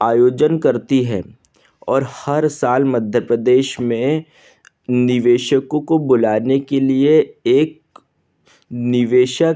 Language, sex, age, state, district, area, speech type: Hindi, male, 18-30, Madhya Pradesh, Betul, urban, spontaneous